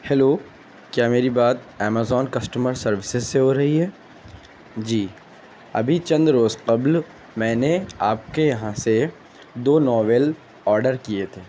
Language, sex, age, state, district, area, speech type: Urdu, male, 18-30, Uttar Pradesh, Shahjahanpur, urban, spontaneous